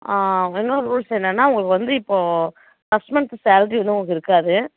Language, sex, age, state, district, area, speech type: Tamil, female, 30-45, Tamil Nadu, Kallakurichi, rural, conversation